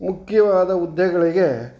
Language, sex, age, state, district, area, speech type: Kannada, male, 60+, Karnataka, Kolar, urban, spontaneous